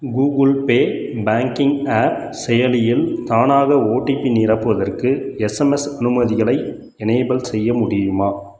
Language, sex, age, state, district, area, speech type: Tamil, male, 30-45, Tamil Nadu, Krishnagiri, rural, read